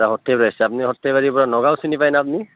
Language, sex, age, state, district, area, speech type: Assamese, male, 30-45, Assam, Barpeta, rural, conversation